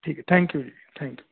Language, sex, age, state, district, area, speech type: Punjabi, male, 30-45, Punjab, Kapurthala, urban, conversation